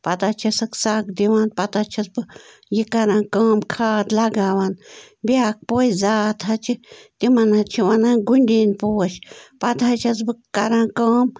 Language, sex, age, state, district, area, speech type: Kashmiri, female, 18-30, Jammu and Kashmir, Bandipora, rural, spontaneous